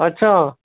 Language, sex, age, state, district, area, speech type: Punjabi, male, 60+, Punjab, Shaheed Bhagat Singh Nagar, urban, conversation